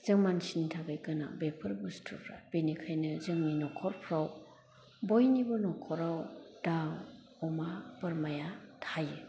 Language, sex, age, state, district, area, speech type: Bodo, female, 60+, Assam, Chirang, rural, spontaneous